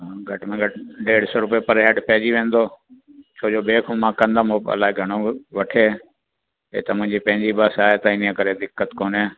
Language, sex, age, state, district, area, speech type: Sindhi, male, 60+, Delhi, South Delhi, urban, conversation